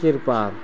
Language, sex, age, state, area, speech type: Hindi, male, 30-45, Madhya Pradesh, rural, spontaneous